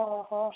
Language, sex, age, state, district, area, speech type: Odia, female, 45-60, Odisha, Jajpur, rural, conversation